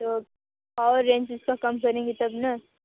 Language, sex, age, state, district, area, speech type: Hindi, female, 30-45, Uttar Pradesh, Mirzapur, rural, conversation